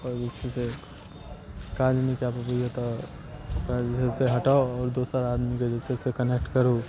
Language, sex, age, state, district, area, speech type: Maithili, male, 18-30, Bihar, Darbhanga, urban, spontaneous